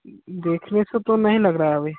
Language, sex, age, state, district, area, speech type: Hindi, male, 18-30, Bihar, Vaishali, rural, conversation